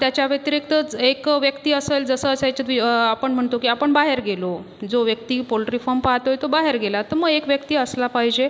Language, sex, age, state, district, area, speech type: Marathi, female, 30-45, Maharashtra, Buldhana, rural, spontaneous